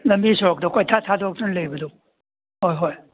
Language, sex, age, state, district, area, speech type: Manipuri, male, 60+, Manipur, Imphal East, rural, conversation